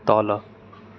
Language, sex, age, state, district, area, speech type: Nepali, male, 18-30, West Bengal, Darjeeling, rural, read